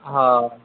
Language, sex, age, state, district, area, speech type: Odia, male, 45-60, Odisha, Sambalpur, rural, conversation